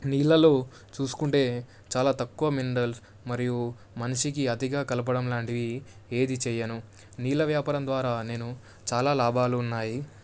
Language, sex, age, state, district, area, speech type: Telugu, male, 18-30, Telangana, Medak, rural, spontaneous